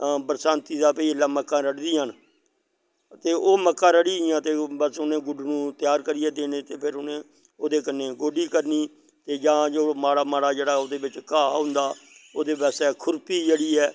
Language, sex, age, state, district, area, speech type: Dogri, male, 60+, Jammu and Kashmir, Samba, rural, spontaneous